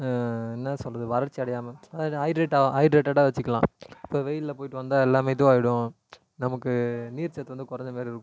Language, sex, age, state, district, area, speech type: Tamil, male, 18-30, Tamil Nadu, Tiruvannamalai, urban, spontaneous